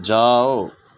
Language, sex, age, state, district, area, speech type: Urdu, male, 18-30, Uttar Pradesh, Gautam Buddha Nagar, urban, read